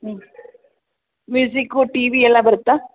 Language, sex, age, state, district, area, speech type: Kannada, female, 45-60, Karnataka, Dharwad, rural, conversation